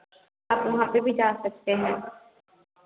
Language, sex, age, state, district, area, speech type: Hindi, female, 18-30, Bihar, Begusarai, urban, conversation